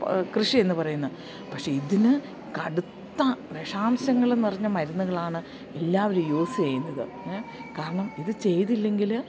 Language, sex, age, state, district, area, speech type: Malayalam, female, 45-60, Kerala, Idukki, rural, spontaneous